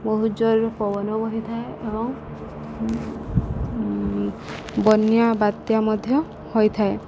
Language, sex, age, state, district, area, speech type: Odia, female, 30-45, Odisha, Subarnapur, urban, spontaneous